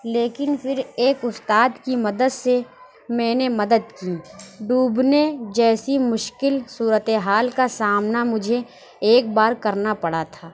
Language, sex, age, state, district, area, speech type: Urdu, female, 18-30, Uttar Pradesh, Lucknow, rural, spontaneous